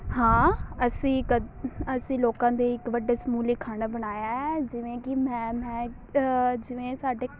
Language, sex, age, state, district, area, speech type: Punjabi, female, 18-30, Punjab, Amritsar, urban, spontaneous